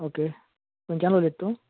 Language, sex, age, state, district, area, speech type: Goan Konkani, male, 45-60, Goa, Canacona, rural, conversation